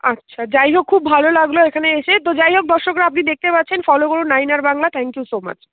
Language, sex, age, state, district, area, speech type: Bengali, female, 30-45, West Bengal, Dakshin Dinajpur, urban, conversation